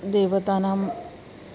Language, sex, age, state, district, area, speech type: Sanskrit, female, 45-60, Maharashtra, Nagpur, urban, spontaneous